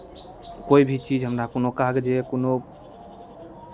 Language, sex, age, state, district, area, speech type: Maithili, male, 18-30, Bihar, Araria, urban, spontaneous